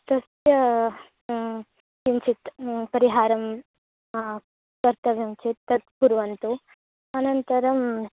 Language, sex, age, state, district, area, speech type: Sanskrit, female, 18-30, Karnataka, Uttara Kannada, rural, conversation